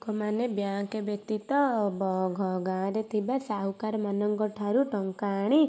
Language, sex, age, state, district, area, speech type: Odia, female, 18-30, Odisha, Kendujhar, urban, spontaneous